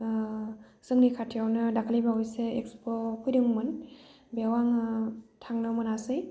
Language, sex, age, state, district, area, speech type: Bodo, female, 18-30, Assam, Udalguri, rural, spontaneous